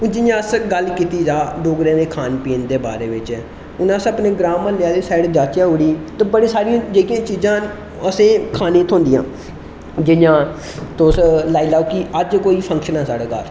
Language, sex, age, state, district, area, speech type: Dogri, male, 18-30, Jammu and Kashmir, Reasi, rural, spontaneous